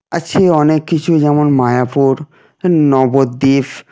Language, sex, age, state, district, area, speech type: Bengali, male, 30-45, West Bengal, Nadia, rural, spontaneous